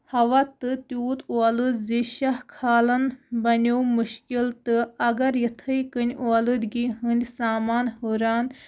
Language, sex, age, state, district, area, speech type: Kashmiri, female, 30-45, Jammu and Kashmir, Kulgam, rural, spontaneous